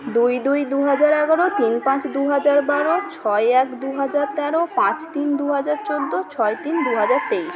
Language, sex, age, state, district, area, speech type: Bengali, female, 30-45, West Bengal, Purba Bardhaman, urban, spontaneous